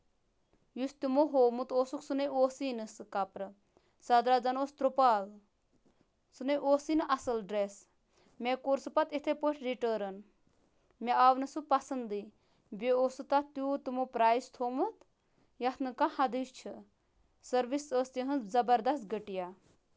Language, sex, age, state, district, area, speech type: Kashmiri, female, 18-30, Jammu and Kashmir, Bandipora, rural, spontaneous